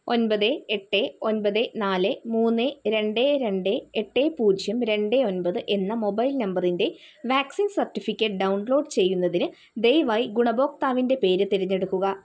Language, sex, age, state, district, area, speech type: Malayalam, female, 30-45, Kerala, Wayanad, rural, read